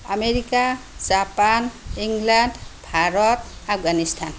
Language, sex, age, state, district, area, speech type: Assamese, female, 45-60, Assam, Kamrup Metropolitan, urban, spontaneous